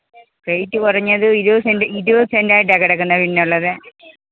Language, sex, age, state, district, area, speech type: Malayalam, female, 45-60, Kerala, Pathanamthitta, rural, conversation